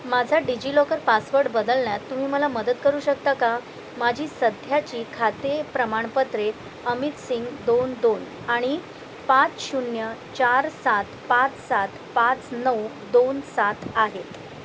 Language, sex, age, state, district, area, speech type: Marathi, female, 45-60, Maharashtra, Thane, urban, read